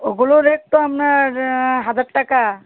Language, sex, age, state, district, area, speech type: Bengali, female, 30-45, West Bengal, Birbhum, urban, conversation